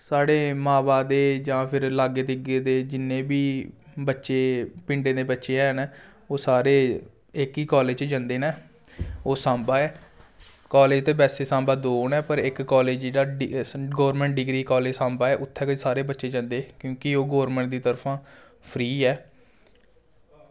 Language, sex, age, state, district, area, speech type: Dogri, male, 18-30, Jammu and Kashmir, Samba, rural, spontaneous